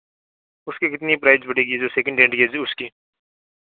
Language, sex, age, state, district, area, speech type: Hindi, male, 18-30, Rajasthan, Nagaur, urban, conversation